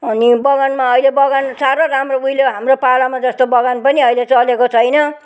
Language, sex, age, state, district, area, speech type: Nepali, female, 60+, West Bengal, Jalpaiguri, rural, spontaneous